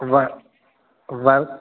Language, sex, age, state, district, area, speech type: Sindhi, male, 30-45, Madhya Pradesh, Katni, rural, conversation